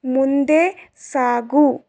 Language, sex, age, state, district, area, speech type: Kannada, female, 30-45, Karnataka, Bidar, urban, read